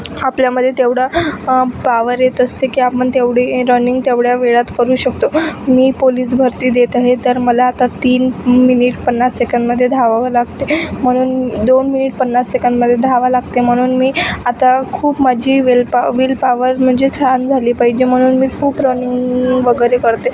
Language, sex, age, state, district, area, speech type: Marathi, female, 18-30, Maharashtra, Wardha, rural, spontaneous